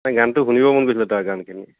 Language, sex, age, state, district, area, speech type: Assamese, male, 45-60, Assam, Tinsukia, urban, conversation